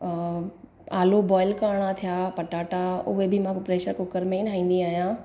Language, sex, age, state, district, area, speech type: Sindhi, female, 30-45, Gujarat, Surat, urban, spontaneous